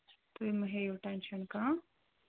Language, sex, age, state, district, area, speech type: Kashmiri, female, 30-45, Jammu and Kashmir, Ganderbal, rural, conversation